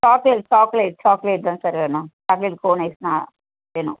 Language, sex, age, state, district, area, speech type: Tamil, male, 30-45, Tamil Nadu, Tenkasi, rural, conversation